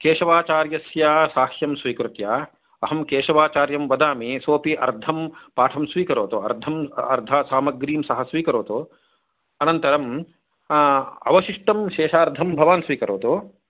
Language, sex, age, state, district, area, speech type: Sanskrit, male, 45-60, Karnataka, Kolar, urban, conversation